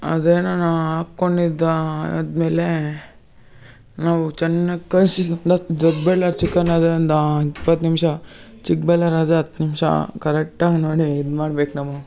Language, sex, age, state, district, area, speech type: Kannada, male, 18-30, Karnataka, Kolar, rural, spontaneous